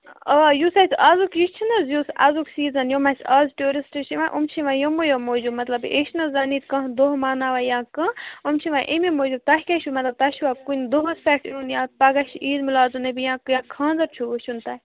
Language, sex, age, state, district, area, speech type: Kashmiri, female, 45-60, Jammu and Kashmir, Kupwara, urban, conversation